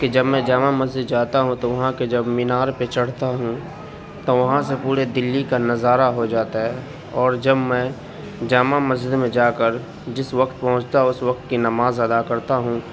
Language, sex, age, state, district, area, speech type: Urdu, male, 30-45, Uttar Pradesh, Gautam Buddha Nagar, urban, spontaneous